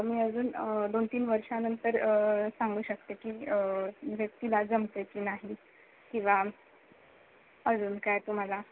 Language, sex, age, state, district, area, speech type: Marathi, female, 18-30, Maharashtra, Ratnagiri, rural, conversation